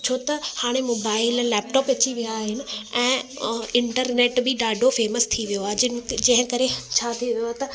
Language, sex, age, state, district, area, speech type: Sindhi, female, 18-30, Delhi, South Delhi, urban, spontaneous